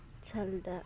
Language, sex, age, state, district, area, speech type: Manipuri, female, 30-45, Manipur, Churachandpur, rural, read